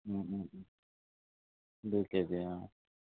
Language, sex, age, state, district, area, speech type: Assamese, male, 45-60, Assam, Sonitpur, urban, conversation